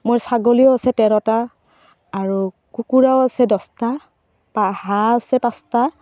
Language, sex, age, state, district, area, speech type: Assamese, female, 30-45, Assam, Barpeta, rural, spontaneous